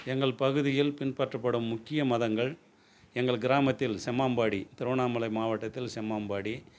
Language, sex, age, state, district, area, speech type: Tamil, male, 60+, Tamil Nadu, Tiruvannamalai, urban, spontaneous